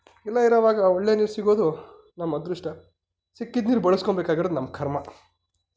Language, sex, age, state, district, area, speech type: Kannada, male, 45-60, Karnataka, Chikkaballapur, rural, spontaneous